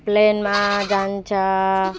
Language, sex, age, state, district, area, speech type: Nepali, female, 18-30, West Bengal, Alipurduar, urban, spontaneous